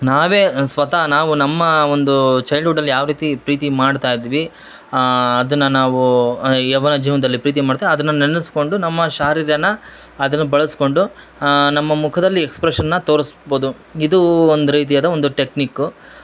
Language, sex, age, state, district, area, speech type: Kannada, male, 30-45, Karnataka, Shimoga, urban, spontaneous